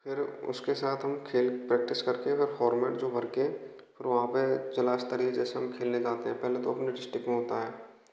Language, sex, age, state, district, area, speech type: Hindi, male, 18-30, Rajasthan, Bharatpur, rural, spontaneous